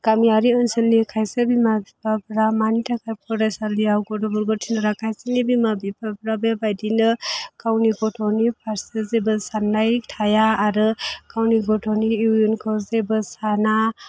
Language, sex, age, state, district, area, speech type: Bodo, female, 18-30, Assam, Chirang, rural, spontaneous